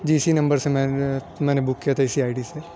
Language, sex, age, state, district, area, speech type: Urdu, male, 18-30, Delhi, South Delhi, urban, spontaneous